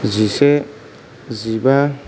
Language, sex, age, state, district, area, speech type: Bodo, male, 18-30, Assam, Kokrajhar, urban, spontaneous